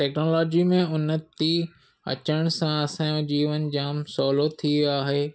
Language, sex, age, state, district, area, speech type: Sindhi, male, 30-45, Maharashtra, Mumbai Suburban, urban, spontaneous